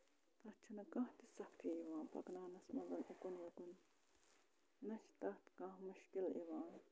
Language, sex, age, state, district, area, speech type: Kashmiri, female, 45-60, Jammu and Kashmir, Budgam, rural, spontaneous